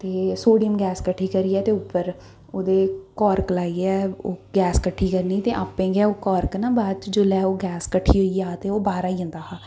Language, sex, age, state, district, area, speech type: Dogri, female, 18-30, Jammu and Kashmir, Jammu, urban, spontaneous